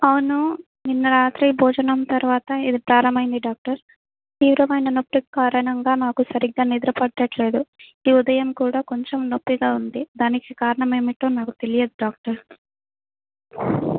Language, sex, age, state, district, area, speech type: Telugu, female, 18-30, Telangana, Adilabad, rural, conversation